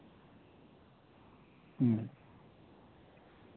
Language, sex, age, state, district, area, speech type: Santali, male, 18-30, West Bengal, Uttar Dinajpur, rural, conversation